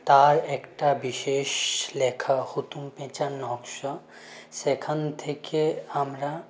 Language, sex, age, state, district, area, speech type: Bengali, male, 30-45, West Bengal, Purulia, urban, spontaneous